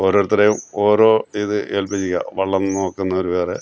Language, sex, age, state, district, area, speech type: Malayalam, male, 60+, Kerala, Kottayam, rural, spontaneous